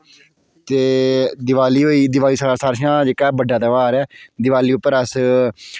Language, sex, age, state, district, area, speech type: Dogri, female, 30-45, Jammu and Kashmir, Udhampur, rural, spontaneous